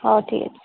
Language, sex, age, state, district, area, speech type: Odia, female, 18-30, Odisha, Subarnapur, urban, conversation